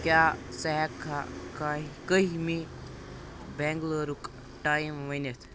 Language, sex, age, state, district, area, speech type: Kashmiri, male, 18-30, Jammu and Kashmir, Kupwara, rural, read